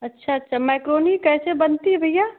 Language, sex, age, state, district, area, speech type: Hindi, female, 30-45, Uttar Pradesh, Ghazipur, rural, conversation